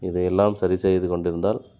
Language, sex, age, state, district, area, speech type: Tamil, male, 30-45, Tamil Nadu, Dharmapuri, rural, spontaneous